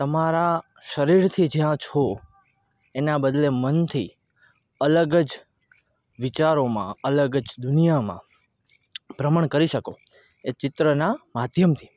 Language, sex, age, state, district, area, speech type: Gujarati, male, 18-30, Gujarat, Rajkot, urban, spontaneous